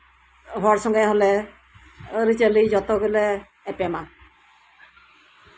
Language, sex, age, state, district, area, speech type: Santali, female, 60+, West Bengal, Birbhum, rural, spontaneous